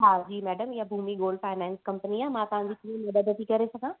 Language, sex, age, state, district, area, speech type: Sindhi, female, 30-45, Gujarat, Surat, urban, conversation